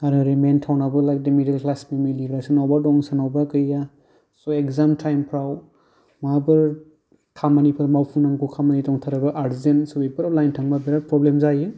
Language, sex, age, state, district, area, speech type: Bodo, male, 30-45, Assam, Kokrajhar, rural, spontaneous